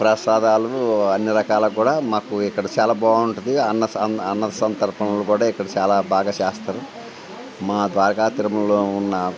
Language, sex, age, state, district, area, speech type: Telugu, male, 60+, Andhra Pradesh, Eluru, rural, spontaneous